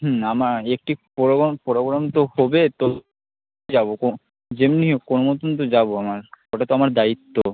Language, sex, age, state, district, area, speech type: Bengali, male, 18-30, West Bengal, Malda, rural, conversation